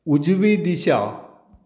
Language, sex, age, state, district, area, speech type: Goan Konkani, male, 60+, Goa, Canacona, rural, read